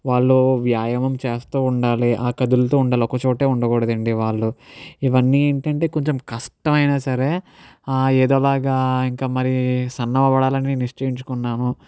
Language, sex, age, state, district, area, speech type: Telugu, male, 60+, Andhra Pradesh, Kakinada, urban, spontaneous